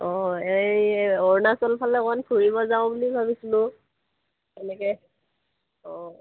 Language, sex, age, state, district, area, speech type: Assamese, female, 30-45, Assam, Kamrup Metropolitan, urban, conversation